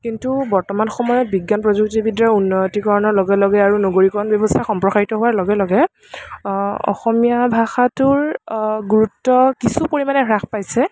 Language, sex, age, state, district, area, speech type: Assamese, female, 18-30, Assam, Kamrup Metropolitan, urban, spontaneous